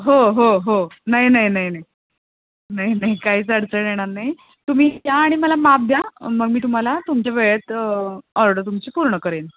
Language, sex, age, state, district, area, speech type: Marathi, female, 30-45, Maharashtra, Kolhapur, urban, conversation